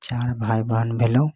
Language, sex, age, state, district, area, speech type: Maithili, male, 30-45, Bihar, Saharsa, rural, spontaneous